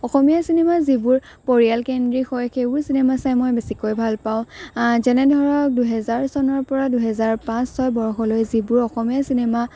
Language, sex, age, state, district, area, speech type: Assamese, female, 18-30, Assam, Morigaon, rural, spontaneous